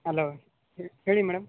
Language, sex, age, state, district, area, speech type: Kannada, male, 18-30, Karnataka, Chamarajanagar, rural, conversation